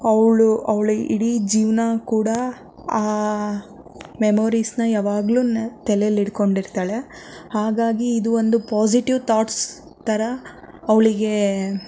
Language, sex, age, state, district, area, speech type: Kannada, female, 18-30, Karnataka, Davanagere, urban, spontaneous